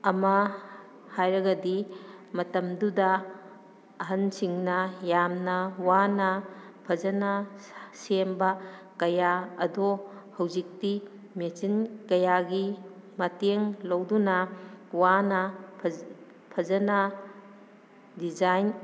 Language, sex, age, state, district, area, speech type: Manipuri, female, 45-60, Manipur, Kakching, rural, spontaneous